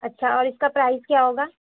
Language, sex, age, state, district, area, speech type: Urdu, female, 18-30, Delhi, North West Delhi, urban, conversation